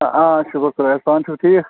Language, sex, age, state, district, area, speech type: Kashmiri, male, 30-45, Jammu and Kashmir, Srinagar, urban, conversation